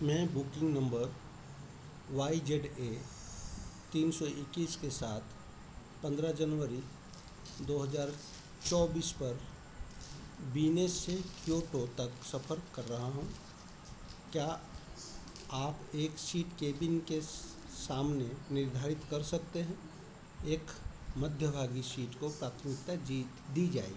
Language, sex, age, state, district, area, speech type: Hindi, male, 45-60, Madhya Pradesh, Chhindwara, rural, read